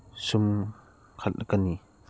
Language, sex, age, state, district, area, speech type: Manipuri, male, 30-45, Manipur, Churachandpur, rural, read